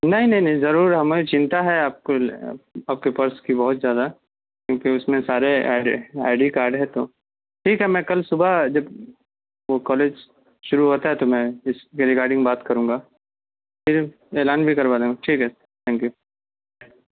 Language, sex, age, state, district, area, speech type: Urdu, male, 30-45, Delhi, South Delhi, urban, conversation